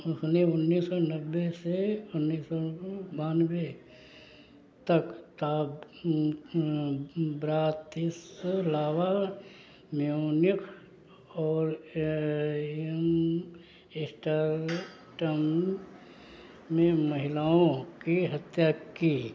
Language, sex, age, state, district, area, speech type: Hindi, male, 60+, Uttar Pradesh, Sitapur, rural, read